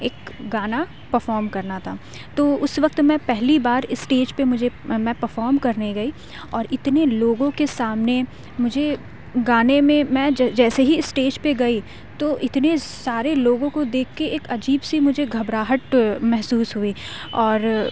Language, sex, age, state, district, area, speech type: Urdu, female, 18-30, Uttar Pradesh, Aligarh, urban, spontaneous